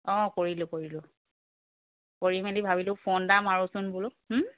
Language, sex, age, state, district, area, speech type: Assamese, female, 30-45, Assam, Charaideo, rural, conversation